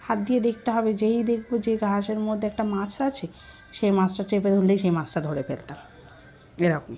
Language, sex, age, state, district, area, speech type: Bengali, female, 18-30, West Bengal, Dakshin Dinajpur, urban, spontaneous